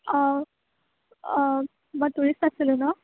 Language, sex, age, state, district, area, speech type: Assamese, female, 18-30, Assam, Kamrup Metropolitan, rural, conversation